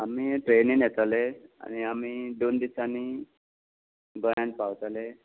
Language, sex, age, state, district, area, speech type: Goan Konkani, male, 45-60, Goa, Tiswadi, rural, conversation